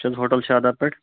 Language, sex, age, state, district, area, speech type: Kashmiri, male, 18-30, Jammu and Kashmir, Ganderbal, rural, conversation